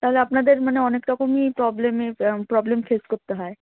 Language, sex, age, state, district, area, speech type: Bengali, female, 18-30, West Bengal, Alipurduar, rural, conversation